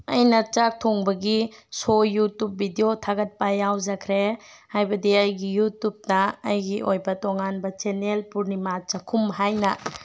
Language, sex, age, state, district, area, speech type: Manipuri, female, 18-30, Manipur, Tengnoupal, rural, spontaneous